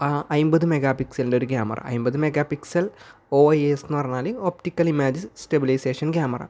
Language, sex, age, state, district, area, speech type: Malayalam, male, 18-30, Kerala, Kasaragod, rural, spontaneous